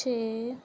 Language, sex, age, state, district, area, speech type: Punjabi, female, 30-45, Punjab, Mansa, urban, read